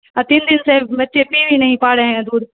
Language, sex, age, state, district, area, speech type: Urdu, female, 18-30, Bihar, Saharsa, rural, conversation